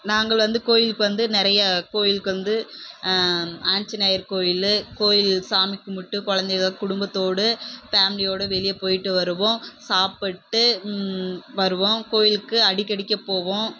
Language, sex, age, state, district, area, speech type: Tamil, female, 45-60, Tamil Nadu, Krishnagiri, rural, spontaneous